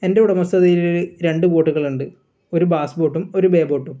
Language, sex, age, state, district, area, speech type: Malayalam, male, 18-30, Kerala, Kannur, rural, spontaneous